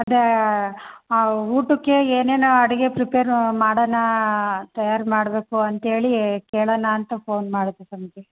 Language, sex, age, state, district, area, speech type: Kannada, female, 30-45, Karnataka, Chitradurga, urban, conversation